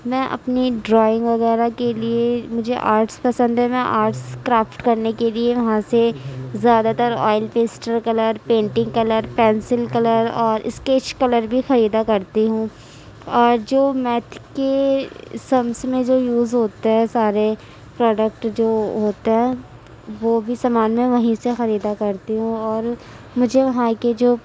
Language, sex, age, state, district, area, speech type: Urdu, female, 18-30, Uttar Pradesh, Gautam Buddha Nagar, rural, spontaneous